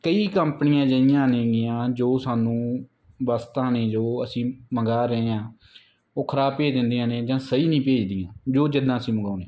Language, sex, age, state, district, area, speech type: Punjabi, male, 18-30, Punjab, Mansa, rural, spontaneous